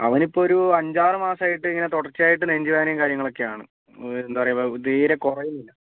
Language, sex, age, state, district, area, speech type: Malayalam, male, 18-30, Kerala, Kozhikode, urban, conversation